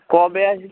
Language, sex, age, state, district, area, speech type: Bengali, male, 45-60, West Bengal, North 24 Parganas, rural, conversation